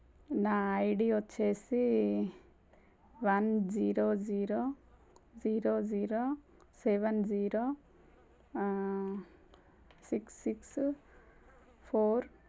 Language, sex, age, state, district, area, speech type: Telugu, female, 30-45, Telangana, Warangal, rural, spontaneous